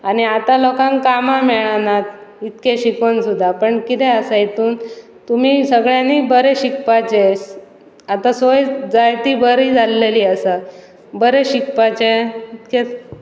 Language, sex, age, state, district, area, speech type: Goan Konkani, female, 30-45, Goa, Pernem, rural, spontaneous